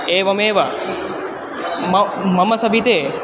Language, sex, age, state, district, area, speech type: Sanskrit, male, 18-30, Tamil Nadu, Kanyakumari, urban, spontaneous